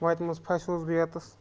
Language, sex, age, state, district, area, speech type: Kashmiri, male, 30-45, Jammu and Kashmir, Bandipora, urban, spontaneous